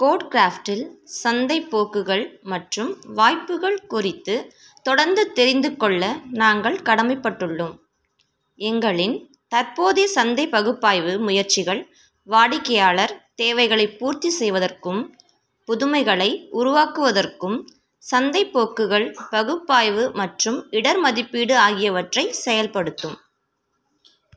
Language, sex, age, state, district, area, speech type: Tamil, female, 30-45, Tamil Nadu, Ranipet, rural, read